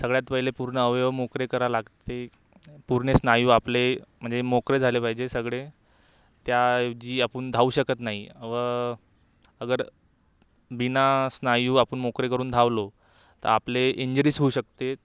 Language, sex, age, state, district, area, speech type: Marathi, male, 18-30, Maharashtra, Wardha, urban, spontaneous